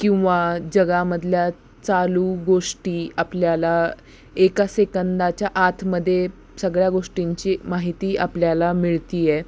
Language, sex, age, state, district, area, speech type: Marathi, female, 18-30, Maharashtra, Osmanabad, rural, spontaneous